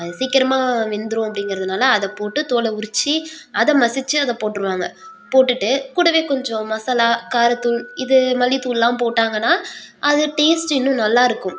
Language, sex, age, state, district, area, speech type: Tamil, female, 18-30, Tamil Nadu, Nagapattinam, rural, spontaneous